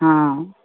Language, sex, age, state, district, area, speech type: Maithili, female, 45-60, Bihar, Purnia, urban, conversation